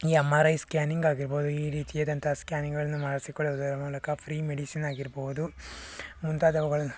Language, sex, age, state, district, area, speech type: Kannada, male, 18-30, Karnataka, Chikkaballapur, urban, spontaneous